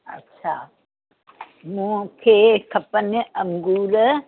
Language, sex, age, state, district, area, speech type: Sindhi, female, 60+, Uttar Pradesh, Lucknow, urban, conversation